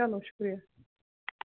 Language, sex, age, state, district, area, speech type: Kashmiri, female, 18-30, Jammu and Kashmir, Baramulla, rural, conversation